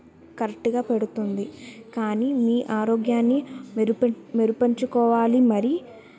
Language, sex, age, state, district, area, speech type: Telugu, female, 18-30, Telangana, Yadadri Bhuvanagiri, urban, spontaneous